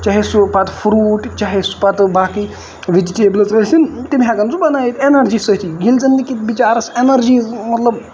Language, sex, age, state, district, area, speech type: Kashmiri, male, 18-30, Jammu and Kashmir, Ganderbal, rural, spontaneous